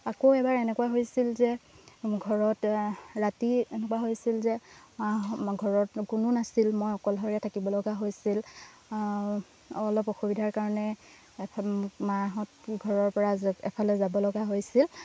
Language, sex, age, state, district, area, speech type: Assamese, female, 18-30, Assam, Lakhimpur, rural, spontaneous